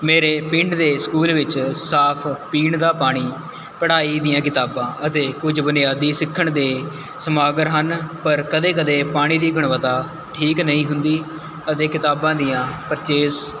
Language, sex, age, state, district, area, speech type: Punjabi, male, 18-30, Punjab, Mohali, rural, spontaneous